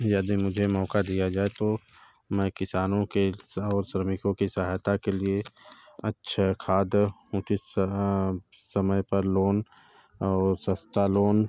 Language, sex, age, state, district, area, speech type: Hindi, male, 30-45, Uttar Pradesh, Bhadohi, rural, spontaneous